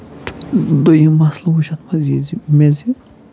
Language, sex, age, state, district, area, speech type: Kashmiri, male, 18-30, Jammu and Kashmir, Kulgam, rural, spontaneous